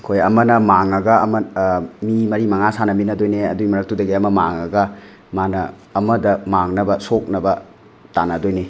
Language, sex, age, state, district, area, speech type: Manipuri, male, 45-60, Manipur, Imphal West, rural, spontaneous